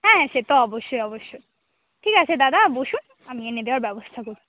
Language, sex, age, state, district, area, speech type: Bengali, female, 18-30, West Bengal, Paschim Medinipur, rural, conversation